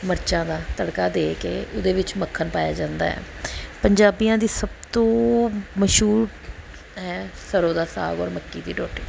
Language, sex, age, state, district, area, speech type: Punjabi, female, 45-60, Punjab, Pathankot, urban, spontaneous